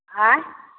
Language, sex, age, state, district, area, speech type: Maithili, female, 60+, Bihar, Begusarai, urban, conversation